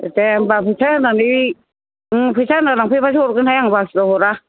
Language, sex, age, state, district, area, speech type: Bodo, female, 60+, Assam, Udalguri, rural, conversation